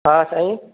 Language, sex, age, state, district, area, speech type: Sindhi, male, 30-45, Madhya Pradesh, Katni, rural, conversation